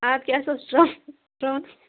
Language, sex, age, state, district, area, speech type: Kashmiri, female, 18-30, Jammu and Kashmir, Bandipora, rural, conversation